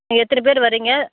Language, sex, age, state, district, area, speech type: Tamil, female, 60+, Tamil Nadu, Ariyalur, rural, conversation